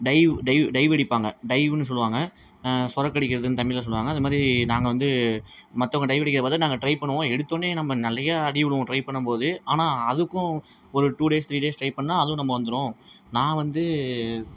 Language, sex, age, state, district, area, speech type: Tamil, male, 18-30, Tamil Nadu, Ariyalur, rural, spontaneous